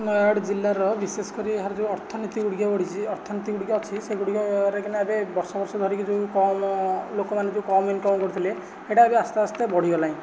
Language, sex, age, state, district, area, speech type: Odia, male, 18-30, Odisha, Nayagarh, rural, spontaneous